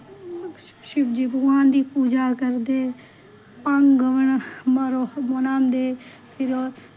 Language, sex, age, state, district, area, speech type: Dogri, female, 30-45, Jammu and Kashmir, Samba, rural, spontaneous